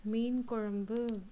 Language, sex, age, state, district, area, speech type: Tamil, female, 45-60, Tamil Nadu, Tiruvarur, rural, spontaneous